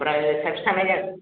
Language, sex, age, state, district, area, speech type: Bodo, male, 18-30, Assam, Kokrajhar, rural, conversation